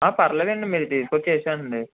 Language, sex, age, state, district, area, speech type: Telugu, male, 30-45, Andhra Pradesh, Konaseema, rural, conversation